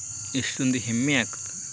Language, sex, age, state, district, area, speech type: Kannada, male, 18-30, Karnataka, Chamarajanagar, rural, spontaneous